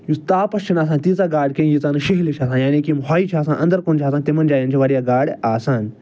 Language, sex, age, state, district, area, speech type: Kashmiri, male, 45-60, Jammu and Kashmir, Ganderbal, urban, spontaneous